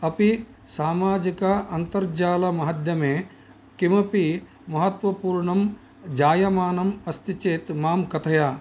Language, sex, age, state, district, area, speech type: Sanskrit, male, 60+, Karnataka, Bellary, urban, read